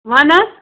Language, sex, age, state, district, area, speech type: Kashmiri, female, 30-45, Jammu and Kashmir, Budgam, rural, conversation